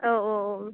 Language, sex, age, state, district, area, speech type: Bodo, female, 18-30, Assam, Udalguri, urban, conversation